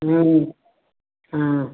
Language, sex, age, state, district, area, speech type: Hindi, female, 60+, Uttar Pradesh, Varanasi, rural, conversation